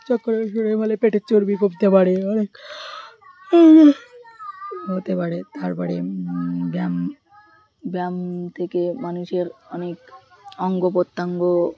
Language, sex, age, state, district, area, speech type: Bengali, female, 30-45, West Bengal, Birbhum, urban, spontaneous